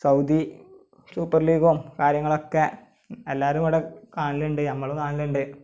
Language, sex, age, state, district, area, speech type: Malayalam, male, 18-30, Kerala, Malappuram, rural, spontaneous